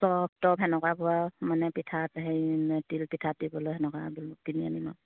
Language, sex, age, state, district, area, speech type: Assamese, female, 30-45, Assam, Charaideo, rural, conversation